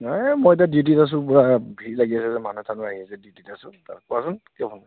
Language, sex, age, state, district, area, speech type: Assamese, male, 45-60, Assam, Nagaon, rural, conversation